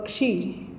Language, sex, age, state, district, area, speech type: Hindi, female, 60+, Madhya Pradesh, Ujjain, urban, read